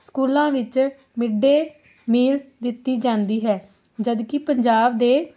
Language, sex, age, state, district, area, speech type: Punjabi, female, 18-30, Punjab, Muktsar, rural, spontaneous